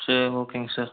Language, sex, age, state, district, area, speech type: Tamil, male, 18-30, Tamil Nadu, Erode, rural, conversation